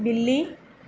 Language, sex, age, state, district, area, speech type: Hindi, female, 45-60, Uttar Pradesh, Azamgarh, urban, read